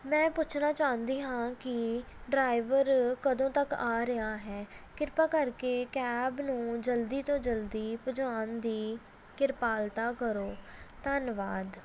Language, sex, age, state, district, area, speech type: Punjabi, female, 18-30, Punjab, Pathankot, urban, spontaneous